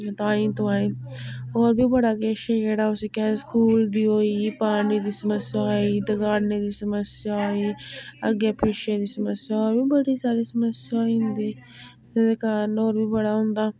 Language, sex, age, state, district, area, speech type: Dogri, female, 30-45, Jammu and Kashmir, Udhampur, rural, spontaneous